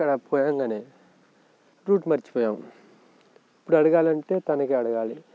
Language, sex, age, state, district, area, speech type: Telugu, male, 18-30, Telangana, Nalgonda, rural, spontaneous